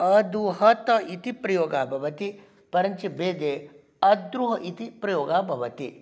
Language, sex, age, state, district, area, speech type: Sanskrit, male, 45-60, Bihar, Darbhanga, urban, spontaneous